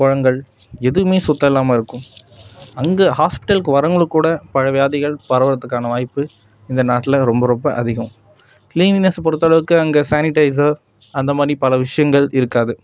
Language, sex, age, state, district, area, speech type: Tamil, male, 18-30, Tamil Nadu, Nagapattinam, rural, spontaneous